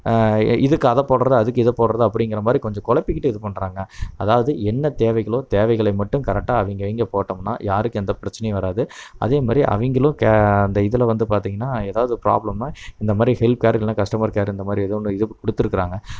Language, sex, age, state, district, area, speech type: Tamil, male, 30-45, Tamil Nadu, Namakkal, rural, spontaneous